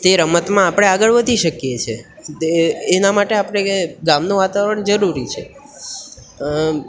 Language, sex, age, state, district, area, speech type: Gujarati, male, 18-30, Gujarat, Valsad, rural, spontaneous